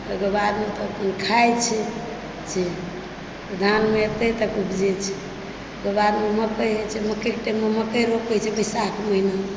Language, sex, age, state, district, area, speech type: Maithili, female, 45-60, Bihar, Supaul, rural, spontaneous